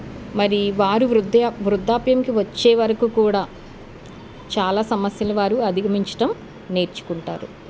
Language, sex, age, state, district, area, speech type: Telugu, female, 45-60, Andhra Pradesh, Eluru, urban, spontaneous